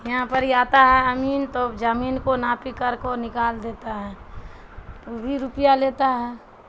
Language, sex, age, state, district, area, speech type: Urdu, female, 60+, Bihar, Darbhanga, rural, spontaneous